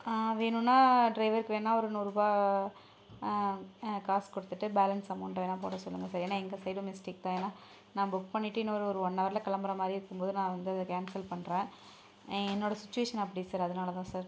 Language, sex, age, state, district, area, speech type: Tamil, female, 18-30, Tamil Nadu, Perambalur, rural, spontaneous